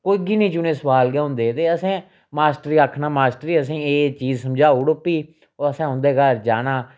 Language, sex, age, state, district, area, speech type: Dogri, male, 30-45, Jammu and Kashmir, Reasi, rural, spontaneous